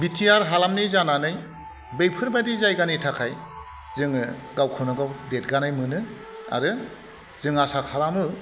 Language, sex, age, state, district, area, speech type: Bodo, male, 45-60, Assam, Kokrajhar, rural, spontaneous